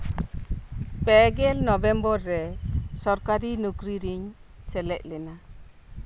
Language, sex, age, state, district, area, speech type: Santali, female, 45-60, West Bengal, Birbhum, rural, spontaneous